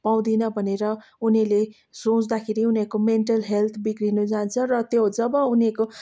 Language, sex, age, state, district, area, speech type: Nepali, female, 30-45, West Bengal, Darjeeling, rural, spontaneous